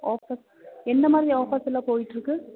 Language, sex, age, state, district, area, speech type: Tamil, female, 18-30, Tamil Nadu, Nilgiris, rural, conversation